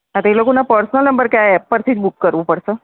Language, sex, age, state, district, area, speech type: Gujarati, female, 45-60, Gujarat, Surat, urban, conversation